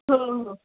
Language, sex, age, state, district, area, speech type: Marathi, female, 18-30, Maharashtra, Ahmednagar, rural, conversation